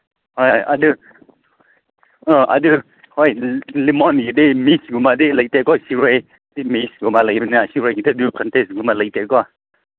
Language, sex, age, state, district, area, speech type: Manipuri, male, 30-45, Manipur, Ukhrul, rural, conversation